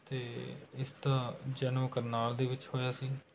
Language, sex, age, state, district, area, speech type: Punjabi, male, 18-30, Punjab, Rupnagar, rural, spontaneous